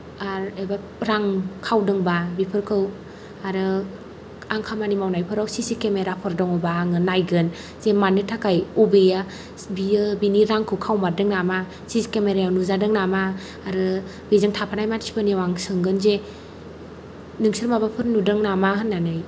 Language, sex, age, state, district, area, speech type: Bodo, female, 30-45, Assam, Kokrajhar, rural, spontaneous